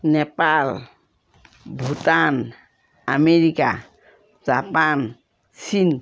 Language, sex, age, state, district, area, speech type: Assamese, female, 60+, Assam, Dhemaji, rural, spontaneous